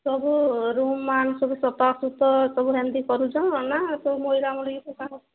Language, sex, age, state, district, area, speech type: Odia, female, 30-45, Odisha, Sambalpur, rural, conversation